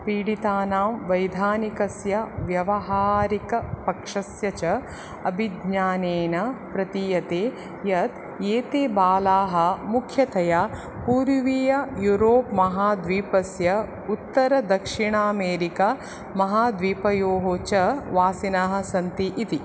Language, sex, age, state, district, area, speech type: Sanskrit, female, 30-45, Karnataka, Dakshina Kannada, urban, read